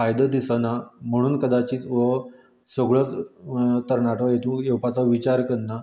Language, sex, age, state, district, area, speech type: Goan Konkani, male, 30-45, Goa, Canacona, rural, spontaneous